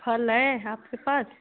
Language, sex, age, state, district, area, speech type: Hindi, female, 30-45, Uttar Pradesh, Ghazipur, rural, conversation